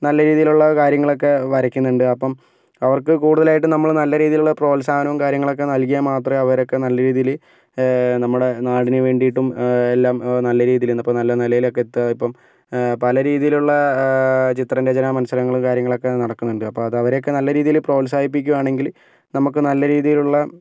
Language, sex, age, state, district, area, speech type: Malayalam, male, 45-60, Kerala, Kozhikode, urban, spontaneous